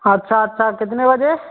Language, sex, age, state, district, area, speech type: Hindi, male, 18-30, Rajasthan, Bharatpur, rural, conversation